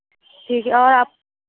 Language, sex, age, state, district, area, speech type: Hindi, female, 30-45, Uttar Pradesh, Mirzapur, rural, conversation